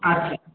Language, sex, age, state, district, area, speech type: Bengali, male, 45-60, West Bengal, Paschim Bardhaman, urban, conversation